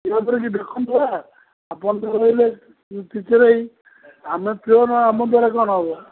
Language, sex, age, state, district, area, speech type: Odia, male, 45-60, Odisha, Sundergarh, rural, conversation